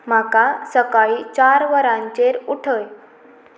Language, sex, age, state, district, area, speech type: Goan Konkani, female, 18-30, Goa, Pernem, rural, read